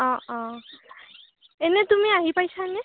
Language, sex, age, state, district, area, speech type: Assamese, female, 30-45, Assam, Kamrup Metropolitan, urban, conversation